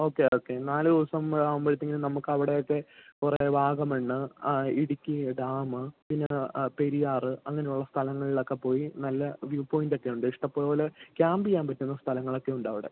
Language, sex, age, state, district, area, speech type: Malayalam, male, 30-45, Kerala, Idukki, rural, conversation